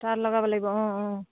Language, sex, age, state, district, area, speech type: Assamese, female, 60+, Assam, Dibrugarh, rural, conversation